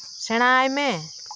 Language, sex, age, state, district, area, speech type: Santali, female, 30-45, Jharkhand, Seraikela Kharsawan, rural, read